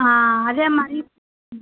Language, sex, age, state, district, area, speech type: Tamil, female, 60+, Tamil Nadu, Mayiladuthurai, rural, conversation